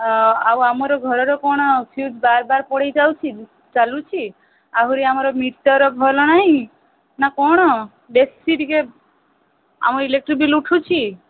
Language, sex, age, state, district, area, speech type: Odia, female, 18-30, Odisha, Sundergarh, urban, conversation